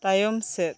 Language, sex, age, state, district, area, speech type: Santali, female, 18-30, West Bengal, Birbhum, rural, read